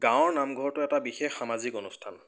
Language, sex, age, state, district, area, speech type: Assamese, male, 18-30, Assam, Biswanath, rural, spontaneous